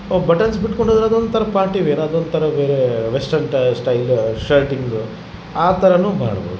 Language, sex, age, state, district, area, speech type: Kannada, male, 30-45, Karnataka, Vijayanagara, rural, spontaneous